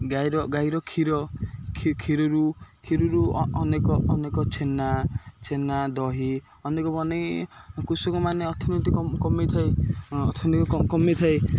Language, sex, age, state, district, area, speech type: Odia, male, 18-30, Odisha, Ganjam, urban, spontaneous